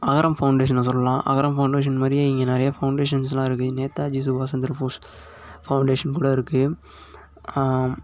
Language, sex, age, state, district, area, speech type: Tamil, male, 18-30, Tamil Nadu, Tiruvarur, rural, spontaneous